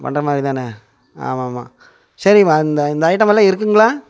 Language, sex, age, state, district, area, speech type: Tamil, male, 60+, Tamil Nadu, Coimbatore, rural, spontaneous